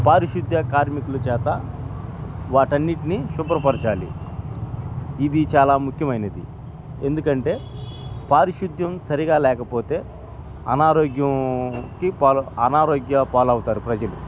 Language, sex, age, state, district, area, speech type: Telugu, male, 45-60, Andhra Pradesh, Guntur, rural, spontaneous